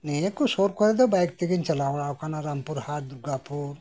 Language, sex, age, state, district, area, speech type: Santali, male, 60+, West Bengal, Birbhum, rural, spontaneous